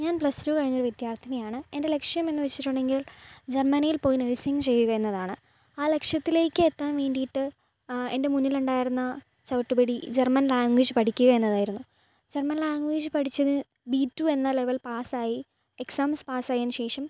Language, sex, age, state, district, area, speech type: Malayalam, female, 18-30, Kerala, Kottayam, rural, spontaneous